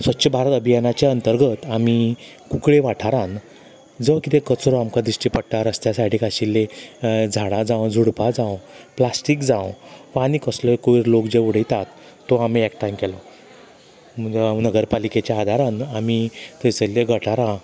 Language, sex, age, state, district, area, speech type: Goan Konkani, male, 30-45, Goa, Salcete, rural, spontaneous